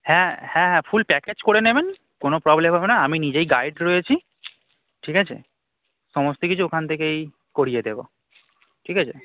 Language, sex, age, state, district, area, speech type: Bengali, male, 18-30, West Bengal, Darjeeling, rural, conversation